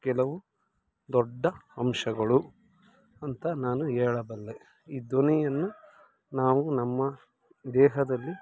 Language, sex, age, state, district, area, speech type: Kannada, male, 30-45, Karnataka, Mandya, rural, spontaneous